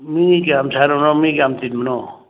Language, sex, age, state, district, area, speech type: Manipuri, male, 60+, Manipur, Churachandpur, urban, conversation